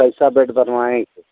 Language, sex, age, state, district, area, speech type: Hindi, male, 60+, Uttar Pradesh, Mau, rural, conversation